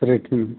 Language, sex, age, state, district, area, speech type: Hindi, male, 60+, Uttar Pradesh, Ayodhya, rural, conversation